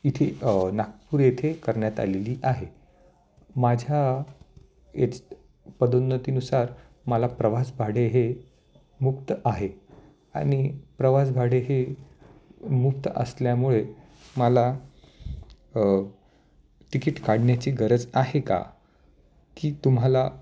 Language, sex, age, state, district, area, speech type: Marathi, male, 30-45, Maharashtra, Nashik, urban, spontaneous